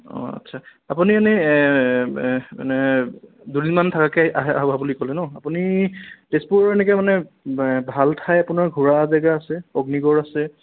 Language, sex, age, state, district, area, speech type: Assamese, male, 18-30, Assam, Sonitpur, rural, conversation